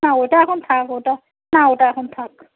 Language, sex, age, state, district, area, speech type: Bengali, female, 30-45, West Bengal, Darjeeling, rural, conversation